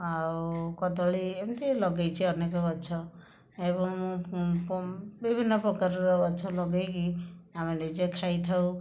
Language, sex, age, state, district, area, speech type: Odia, female, 60+, Odisha, Khordha, rural, spontaneous